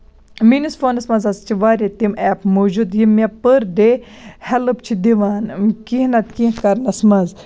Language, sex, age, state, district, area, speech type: Kashmiri, female, 18-30, Jammu and Kashmir, Baramulla, rural, spontaneous